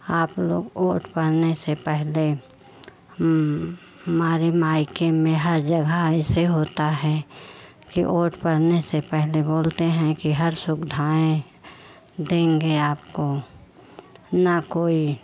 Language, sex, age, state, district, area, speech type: Hindi, female, 45-60, Uttar Pradesh, Pratapgarh, rural, spontaneous